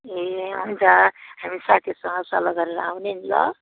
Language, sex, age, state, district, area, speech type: Nepali, female, 45-60, West Bengal, Jalpaiguri, rural, conversation